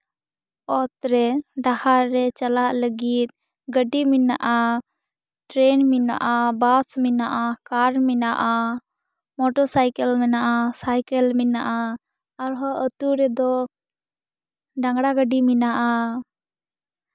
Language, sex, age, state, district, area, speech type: Santali, female, 18-30, West Bengal, Purba Bardhaman, rural, spontaneous